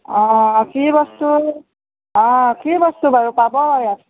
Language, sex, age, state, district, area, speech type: Assamese, female, 30-45, Assam, Jorhat, urban, conversation